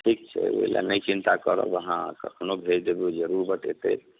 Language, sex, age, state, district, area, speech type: Maithili, male, 30-45, Bihar, Muzaffarpur, urban, conversation